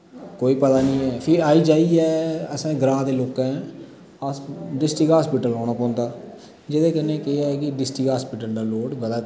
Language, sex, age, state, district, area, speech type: Dogri, male, 30-45, Jammu and Kashmir, Udhampur, rural, spontaneous